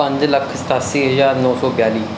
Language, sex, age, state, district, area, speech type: Punjabi, male, 30-45, Punjab, Mansa, urban, spontaneous